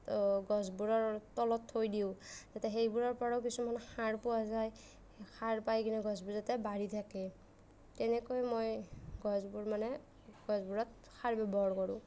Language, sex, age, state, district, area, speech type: Assamese, female, 30-45, Assam, Nagaon, rural, spontaneous